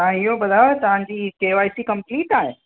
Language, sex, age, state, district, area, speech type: Sindhi, male, 30-45, Uttar Pradesh, Lucknow, urban, conversation